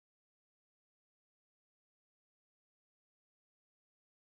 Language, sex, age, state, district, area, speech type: Hindi, female, 18-30, Madhya Pradesh, Balaghat, rural, conversation